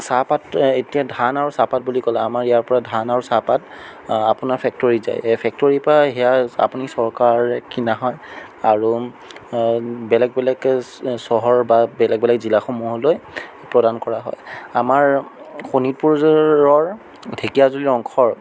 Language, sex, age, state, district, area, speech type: Assamese, male, 30-45, Assam, Sonitpur, urban, spontaneous